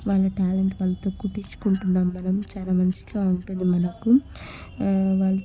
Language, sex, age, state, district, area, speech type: Telugu, female, 18-30, Telangana, Hyderabad, urban, spontaneous